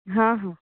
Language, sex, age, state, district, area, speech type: Odia, female, 30-45, Odisha, Nayagarh, rural, conversation